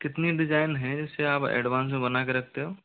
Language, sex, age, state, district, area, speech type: Hindi, male, 45-60, Rajasthan, Jodhpur, rural, conversation